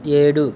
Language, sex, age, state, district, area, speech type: Telugu, male, 45-60, Andhra Pradesh, Kakinada, urban, read